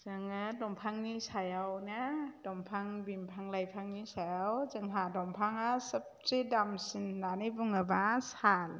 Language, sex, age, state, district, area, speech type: Bodo, female, 45-60, Assam, Chirang, rural, spontaneous